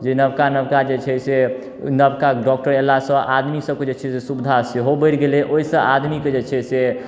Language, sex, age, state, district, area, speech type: Maithili, male, 18-30, Bihar, Darbhanga, urban, spontaneous